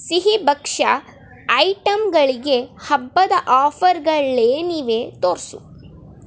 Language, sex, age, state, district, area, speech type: Kannada, female, 18-30, Karnataka, Chamarajanagar, rural, read